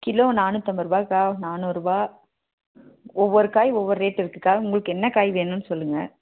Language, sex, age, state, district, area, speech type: Tamil, female, 30-45, Tamil Nadu, Tirupattur, rural, conversation